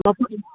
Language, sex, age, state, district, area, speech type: Manipuri, female, 60+, Manipur, Kangpokpi, urban, conversation